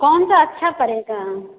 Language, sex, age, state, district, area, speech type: Hindi, female, 30-45, Uttar Pradesh, Bhadohi, rural, conversation